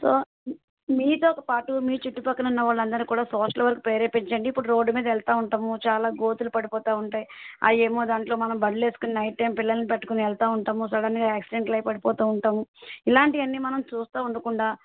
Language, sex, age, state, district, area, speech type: Telugu, female, 45-60, Andhra Pradesh, Eluru, rural, conversation